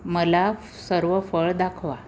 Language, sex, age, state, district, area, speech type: Marathi, female, 30-45, Maharashtra, Amravati, urban, read